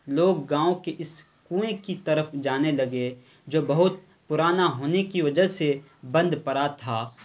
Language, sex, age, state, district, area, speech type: Urdu, male, 18-30, Bihar, Purnia, rural, spontaneous